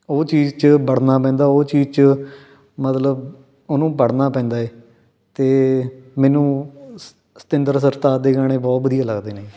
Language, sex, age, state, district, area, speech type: Punjabi, male, 18-30, Punjab, Fatehgarh Sahib, urban, spontaneous